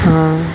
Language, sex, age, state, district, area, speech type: Sindhi, female, 45-60, Delhi, South Delhi, urban, spontaneous